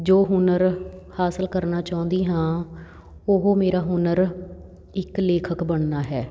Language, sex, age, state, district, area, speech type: Punjabi, female, 30-45, Punjab, Patiala, rural, spontaneous